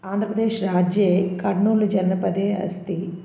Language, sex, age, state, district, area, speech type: Sanskrit, female, 30-45, Andhra Pradesh, Bapatla, urban, spontaneous